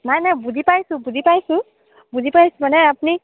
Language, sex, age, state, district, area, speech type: Assamese, female, 45-60, Assam, Biswanath, rural, conversation